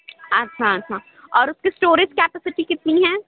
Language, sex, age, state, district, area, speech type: Urdu, female, 60+, Uttar Pradesh, Gautam Buddha Nagar, rural, conversation